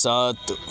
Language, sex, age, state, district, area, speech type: Urdu, male, 30-45, Uttar Pradesh, Lucknow, urban, read